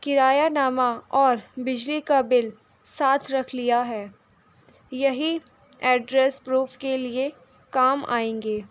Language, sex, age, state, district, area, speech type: Urdu, female, 18-30, Delhi, North East Delhi, urban, spontaneous